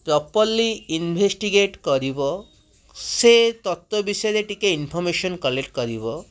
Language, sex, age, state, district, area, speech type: Odia, male, 30-45, Odisha, Cuttack, urban, spontaneous